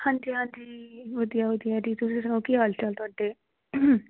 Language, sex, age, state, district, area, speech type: Punjabi, female, 18-30, Punjab, Fazilka, rural, conversation